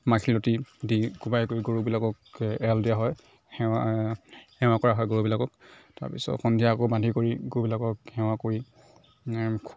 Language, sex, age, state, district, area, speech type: Assamese, male, 45-60, Assam, Morigaon, rural, spontaneous